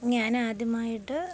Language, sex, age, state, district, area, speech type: Malayalam, female, 30-45, Kerala, Pathanamthitta, rural, spontaneous